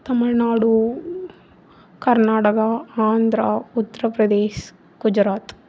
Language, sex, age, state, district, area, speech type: Tamil, female, 18-30, Tamil Nadu, Tiruvarur, urban, spontaneous